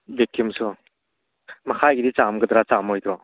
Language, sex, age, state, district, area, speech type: Manipuri, male, 18-30, Manipur, Churachandpur, rural, conversation